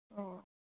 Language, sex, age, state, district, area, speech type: Bodo, female, 18-30, Assam, Kokrajhar, rural, conversation